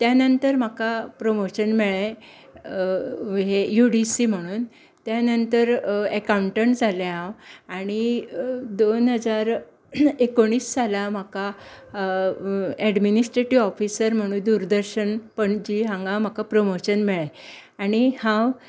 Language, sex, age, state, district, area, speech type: Goan Konkani, female, 60+, Goa, Bardez, rural, spontaneous